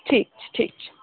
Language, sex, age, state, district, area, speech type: Maithili, female, 18-30, Bihar, Darbhanga, rural, conversation